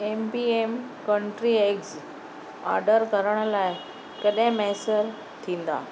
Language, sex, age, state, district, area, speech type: Sindhi, female, 60+, Maharashtra, Thane, urban, read